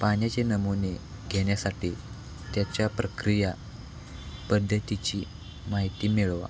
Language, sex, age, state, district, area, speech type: Marathi, male, 18-30, Maharashtra, Sangli, urban, spontaneous